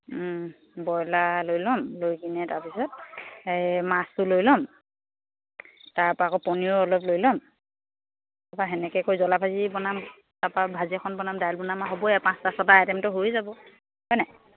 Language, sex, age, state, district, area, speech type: Assamese, female, 30-45, Assam, Charaideo, rural, conversation